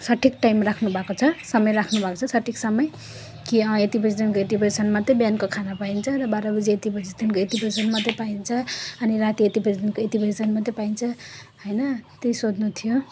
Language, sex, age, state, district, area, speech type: Nepali, female, 30-45, West Bengal, Jalpaiguri, rural, spontaneous